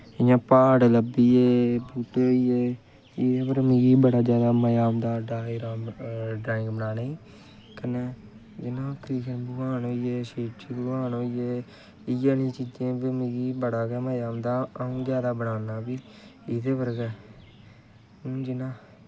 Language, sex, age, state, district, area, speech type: Dogri, male, 18-30, Jammu and Kashmir, Kathua, rural, spontaneous